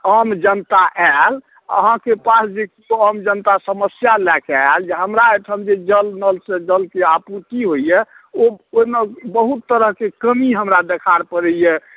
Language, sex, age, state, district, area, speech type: Maithili, male, 45-60, Bihar, Saharsa, rural, conversation